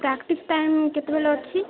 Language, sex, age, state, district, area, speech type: Odia, female, 18-30, Odisha, Malkangiri, urban, conversation